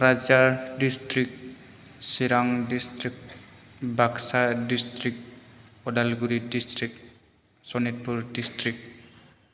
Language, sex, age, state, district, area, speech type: Bodo, male, 18-30, Assam, Chirang, rural, spontaneous